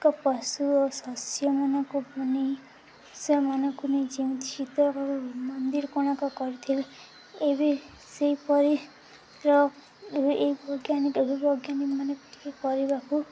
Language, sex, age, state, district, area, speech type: Odia, female, 18-30, Odisha, Nuapada, urban, spontaneous